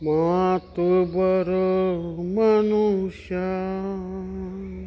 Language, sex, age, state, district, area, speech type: Kannada, male, 60+, Karnataka, Vijayanagara, rural, spontaneous